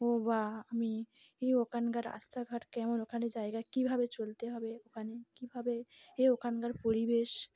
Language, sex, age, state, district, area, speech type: Bengali, female, 30-45, West Bengal, Cooch Behar, urban, spontaneous